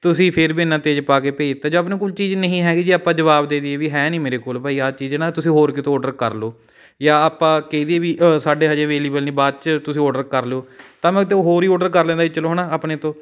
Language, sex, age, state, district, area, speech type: Punjabi, male, 18-30, Punjab, Patiala, urban, spontaneous